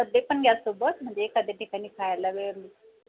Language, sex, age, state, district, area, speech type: Marathi, female, 45-60, Maharashtra, Buldhana, rural, conversation